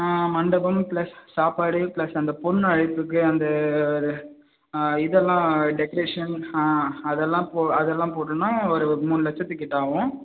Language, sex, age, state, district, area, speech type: Tamil, male, 18-30, Tamil Nadu, Vellore, rural, conversation